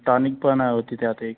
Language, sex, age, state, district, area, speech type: Marathi, male, 45-60, Maharashtra, Nagpur, urban, conversation